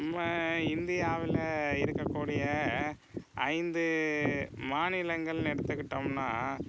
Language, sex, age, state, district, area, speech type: Tamil, male, 45-60, Tamil Nadu, Pudukkottai, rural, spontaneous